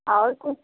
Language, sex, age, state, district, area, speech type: Hindi, female, 18-30, Uttar Pradesh, Prayagraj, rural, conversation